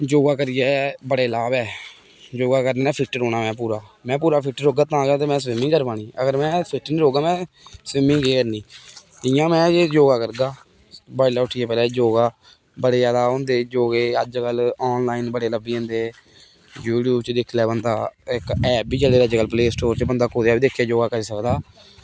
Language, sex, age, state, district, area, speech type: Dogri, male, 18-30, Jammu and Kashmir, Kathua, rural, spontaneous